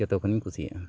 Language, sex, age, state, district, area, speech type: Santali, male, 45-60, Odisha, Mayurbhanj, rural, spontaneous